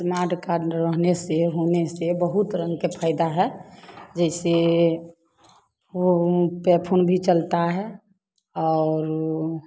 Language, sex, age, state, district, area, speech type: Hindi, female, 30-45, Bihar, Samastipur, rural, spontaneous